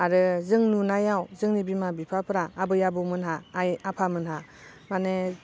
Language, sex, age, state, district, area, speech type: Bodo, female, 30-45, Assam, Baksa, rural, spontaneous